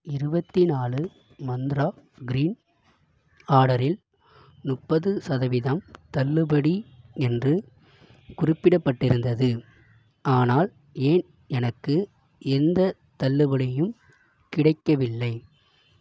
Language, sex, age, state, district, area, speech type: Tamil, male, 18-30, Tamil Nadu, Tiruvarur, urban, read